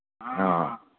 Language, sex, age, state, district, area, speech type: Manipuri, male, 45-60, Manipur, Kangpokpi, urban, conversation